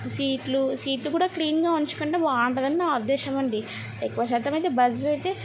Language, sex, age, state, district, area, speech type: Telugu, female, 18-30, Andhra Pradesh, N T Rama Rao, urban, spontaneous